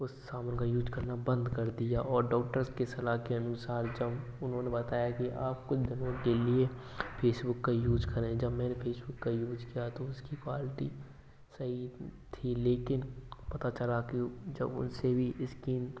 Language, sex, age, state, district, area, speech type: Hindi, male, 18-30, Rajasthan, Bharatpur, rural, spontaneous